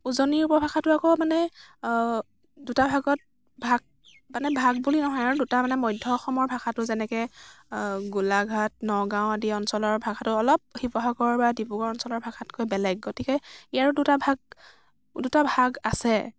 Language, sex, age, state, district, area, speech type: Assamese, female, 18-30, Assam, Dibrugarh, rural, spontaneous